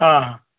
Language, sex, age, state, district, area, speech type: Kannada, male, 45-60, Karnataka, Bidar, rural, conversation